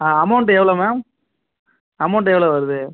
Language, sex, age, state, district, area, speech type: Tamil, male, 30-45, Tamil Nadu, Cuddalore, urban, conversation